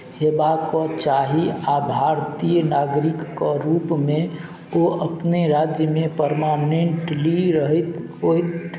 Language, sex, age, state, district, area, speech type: Maithili, male, 45-60, Bihar, Madhubani, rural, read